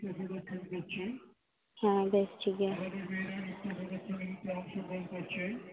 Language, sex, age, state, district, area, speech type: Santali, female, 18-30, West Bengal, Purba Bardhaman, rural, conversation